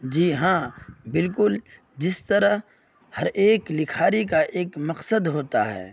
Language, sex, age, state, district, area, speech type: Urdu, male, 18-30, Bihar, Purnia, rural, spontaneous